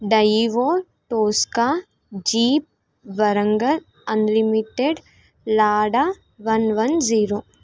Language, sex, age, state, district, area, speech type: Telugu, female, 18-30, Telangana, Nirmal, rural, spontaneous